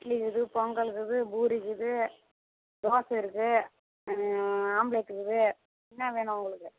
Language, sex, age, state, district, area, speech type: Tamil, female, 45-60, Tamil Nadu, Tiruvannamalai, rural, conversation